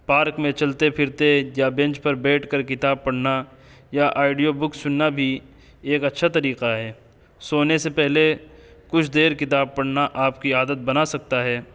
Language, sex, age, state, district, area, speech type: Urdu, male, 18-30, Uttar Pradesh, Saharanpur, urban, spontaneous